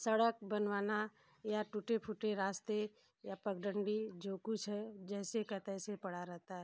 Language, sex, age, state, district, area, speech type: Hindi, female, 45-60, Uttar Pradesh, Ghazipur, rural, spontaneous